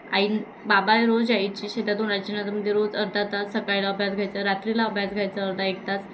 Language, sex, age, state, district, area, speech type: Marathi, female, 18-30, Maharashtra, Thane, urban, spontaneous